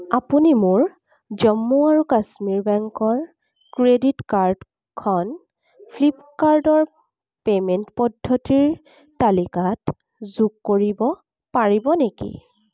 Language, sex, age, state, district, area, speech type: Assamese, female, 18-30, Assam, Charaideo, urban, read